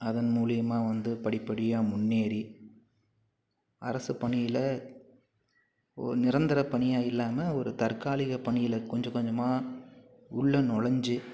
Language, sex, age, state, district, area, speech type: Tamil, male, 60+, Tamil Nadu, Pudukkottai, rural, spontaneous